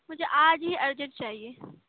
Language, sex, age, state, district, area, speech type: Urdu, female, 18-30, Bihar, Khagaria, rural, conversation